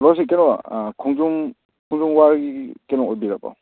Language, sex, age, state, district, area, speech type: Manipuri, male, 18-30, Manipur, Kakching, rural, conversation